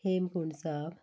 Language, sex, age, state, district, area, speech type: Punjabi, female, 30-45, Punjab, Patiala, urban, spontaneous